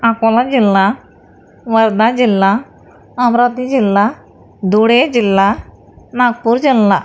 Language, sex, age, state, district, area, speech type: Marathi, female, 45-60, Maharashtra, Akola, urban, spontaneous